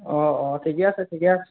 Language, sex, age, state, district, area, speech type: Assamese, male, 18-30, Assam, Golaghat, urban, conversation